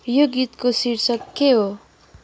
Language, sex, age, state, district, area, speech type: Nepali, female, 18-30, West Bengal, Kalimpong, rural, read